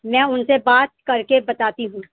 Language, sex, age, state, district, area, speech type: Urdu, female, 18-30, Delhi, East Delhi, urban, conversation